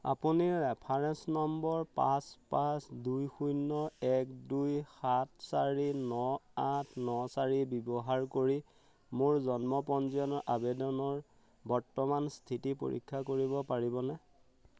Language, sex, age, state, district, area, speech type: Assamese, male, 30-45, Assam, Majuli, urban, read